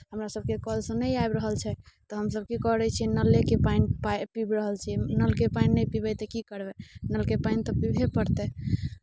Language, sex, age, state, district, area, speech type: Maithili, female, 18-30, Bihar, Muzaffarpur, urban, spontaneous